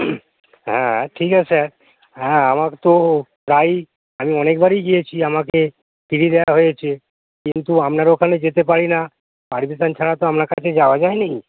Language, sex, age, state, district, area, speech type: Bengali, male, 45-60, West Bengal, Hooghly, rural, conversation